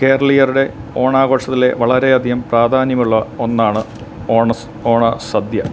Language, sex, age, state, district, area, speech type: Malayalam, male, 45-60, Kerala, Kottayam, rural, spontaneous